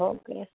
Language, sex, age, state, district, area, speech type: Gujarati, female, 45-60, Gujarat, Junagadh, rural, conversation